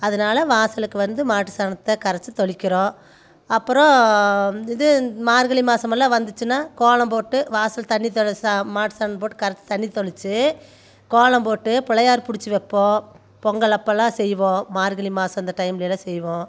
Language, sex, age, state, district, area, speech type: Tamil, female, 30-45, Tamil Nadu, Coimbatore, rural, spontaneous